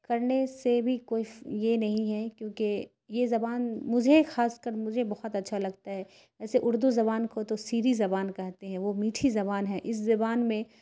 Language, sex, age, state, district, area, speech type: Urdu, female, 30-45, Bihar, Khagaria, rural, spontaneous